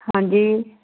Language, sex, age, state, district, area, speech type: Punjabi, female, 60+, Punjab, Muktsar, urban, conversation